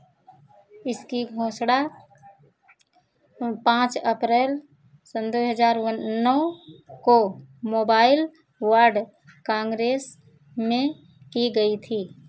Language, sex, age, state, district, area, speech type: Hindi, female, 45-60, Uttar Pradesh, Ayodhya, rural, read